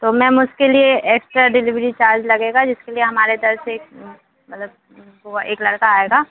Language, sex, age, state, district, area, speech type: Hindi, female, 45-60, Madhya Pradesh, Bhopal, urban, conversation